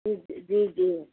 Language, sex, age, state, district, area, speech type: Urdu, female, 30-45, Uttar Pradesh, Ghaziabad, rural, conversation